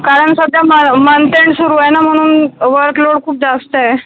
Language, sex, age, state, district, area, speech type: Marathi, female, 18-30, Maharashtra, Akola, rural, conversation